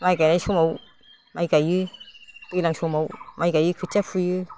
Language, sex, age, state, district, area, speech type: Bodo, female, 60+, Assam, Udalguri, rural, spontaneous